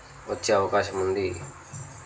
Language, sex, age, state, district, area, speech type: Telugu, male, 30-45, Telangana, Jangaon, rural, spontaneous